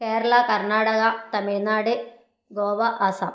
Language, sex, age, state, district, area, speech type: Malayalam, female, 30-45, Kerala, Kannur, rural, spontaneous